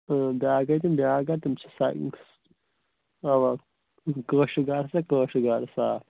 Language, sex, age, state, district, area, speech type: Kashmiri, male, 18-30, Jammu and Kashmir, Shopian, rural, conversation